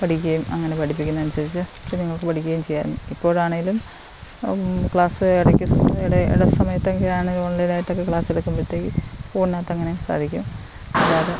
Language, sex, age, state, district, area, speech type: Malayalam, female, 30-45, Kerala, Alappuzha, rural, spontaneous